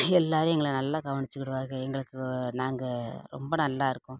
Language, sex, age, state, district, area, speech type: Tamil, female, 45-60, Tamil Nadu, Thoothukudi, rural, spontaneous